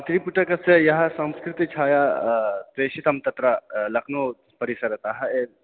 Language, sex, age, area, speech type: Sanskrit, male, 30-45, rural, conversation